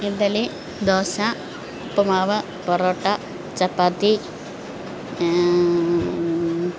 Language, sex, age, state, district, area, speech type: Malayalam, female, 45-60, Kerala, Kottayam, rural, spontaneous